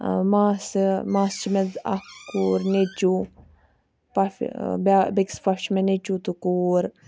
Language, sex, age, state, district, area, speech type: Kashmiri, female, 30-45, Jammu and Kashmir, Ganderbal, rural, spontaneous